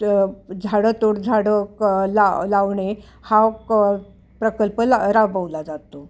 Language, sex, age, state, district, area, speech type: Marathi, female, 60+, Maharashtra, Ahmednagar, urban, spontaneous